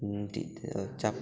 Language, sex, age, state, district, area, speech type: Santali, male, 18-30, West Bengal, Bankura, rural, spontaneous